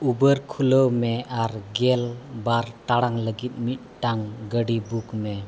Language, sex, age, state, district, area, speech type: Santali, male, 18-30, Jharkhand, East Singhbhum, rural, read